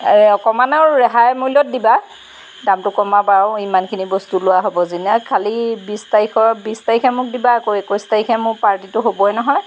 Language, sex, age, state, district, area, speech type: Assamese, female, 45-60, Assam, Golaghat, rural, spontaneous